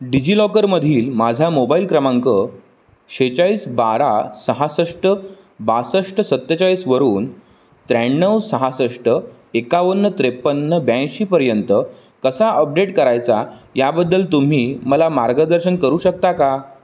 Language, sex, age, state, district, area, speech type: Marathi, male, 18-30, Maharashtra, Sindhudurg, rural, read